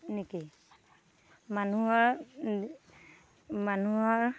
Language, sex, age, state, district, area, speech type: Assamese, female, 30-45, Assam, Dhemaji, rural, spontaneous